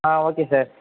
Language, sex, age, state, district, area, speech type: Tamil, female, 18-30, Tamil Nadu, Mayiladuthurai, urban, conversation